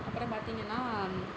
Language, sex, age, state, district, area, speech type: Tamil, female, 45-60, Tamil Nadu, Sivaganga, urban, spontaneous